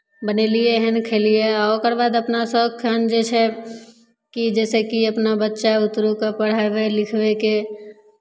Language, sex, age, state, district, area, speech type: Maithili, female, 30-45, Bihar, Begusarai, rural, spontaneous